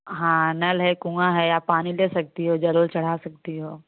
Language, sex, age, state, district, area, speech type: Hindi, female, 18-30, Uttar Pradesh, Jaunpur, rural, conversation